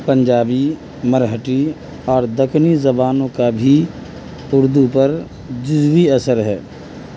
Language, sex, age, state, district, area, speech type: Urdu, male, 30-45, Bihar, Madhubani, rural, spontaneous